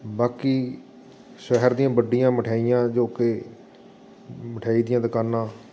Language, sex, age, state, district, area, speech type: Punjabi, male, 45-60, Punjab, Fatehgarh Sahib, urban, spontaneous